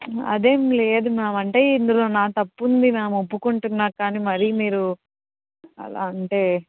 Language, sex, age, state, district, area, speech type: Telugu, female, 18-30, Telangana, Karimnagar, urban, conversation